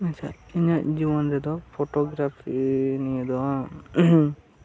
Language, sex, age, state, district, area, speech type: Santali, male, 18-30, West Bengal, Birbhum, rural, spontaneous